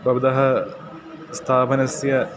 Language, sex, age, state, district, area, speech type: Sanskrit, male, 18-30, Kerala, Ernakulam, rural, spontaneous